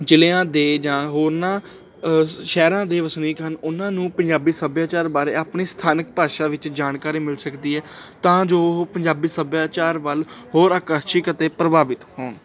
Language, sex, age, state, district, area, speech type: Punjabi, male, 18-30, Punjab, Ludhiana, urban, spontaneous